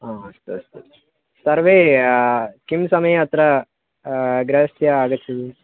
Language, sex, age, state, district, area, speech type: Sanskrit, male, 18-30, Kerala, Thiruvananthapuram, rural, conversation